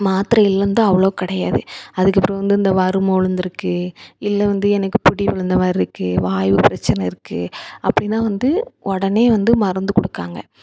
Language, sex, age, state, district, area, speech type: Tamil, female, 30-45, Tamil Nadu, Thoothukudi, urban, spontaneous